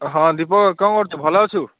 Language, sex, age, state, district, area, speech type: Odia, male, 30-45, Odisha, Ganjam, urban, conversation